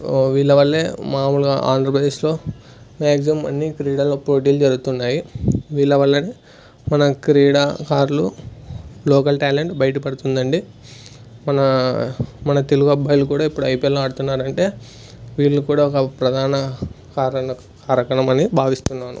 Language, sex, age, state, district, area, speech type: Telugu, male, 18-30, Andhra Pradesh, Sri Satya Sai, urban, spontaneous